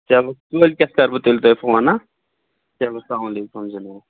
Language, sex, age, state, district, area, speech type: Kashmiri, male, 18-30, Jammu and Kashmir, Budgam, rural, conversation